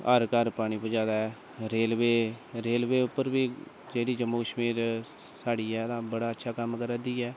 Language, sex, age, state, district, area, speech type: Dogri, male, 30-45, Jammu and Kashmir, Udhampur, rural, spontaneous